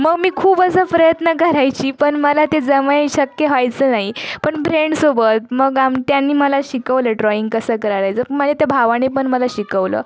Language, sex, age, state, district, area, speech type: Marathi, female, 18-30, Maharashtra, Sindhudurg, rural, spontaneous